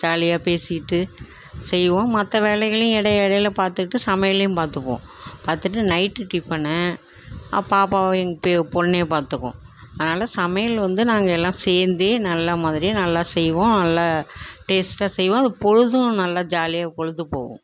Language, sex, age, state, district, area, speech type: Tamil, female, 60+, Tamil Nadu, Tiruvarur, rural, spontaneous